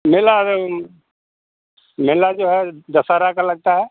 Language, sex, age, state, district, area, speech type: Hindi, male, 60+, Bihar, Madhepura, rural, conversation